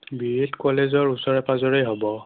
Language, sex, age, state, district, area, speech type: Assamese, male, 30-45, Assam, Sonitpur, rural, conversation